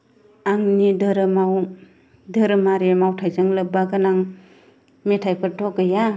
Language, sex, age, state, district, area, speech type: Bodo, female, 30-45, Assam, Kokrajhar, rural, spontaneous